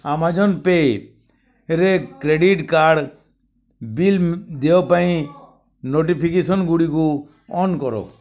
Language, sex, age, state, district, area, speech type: Odia, male, 60+, Odisha, Bargarh, urban, read